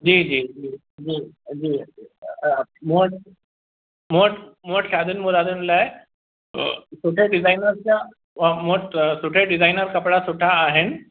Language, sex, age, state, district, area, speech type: Sindhi, male, 30-45, Maharashtra, Mumbai Suburban, urban, conversation